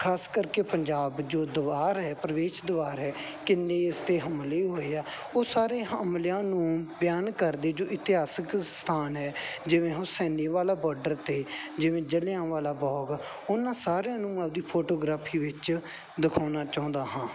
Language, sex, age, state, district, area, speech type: Punjabi, male, 18-30, Punjab, Bathinda, rural, spontaneous